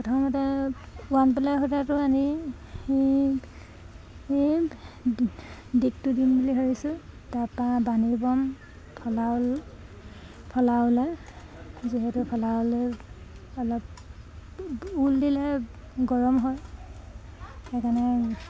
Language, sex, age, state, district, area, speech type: Assamese, female, 30-45, Assam, Sivasagar, rural, spontaneous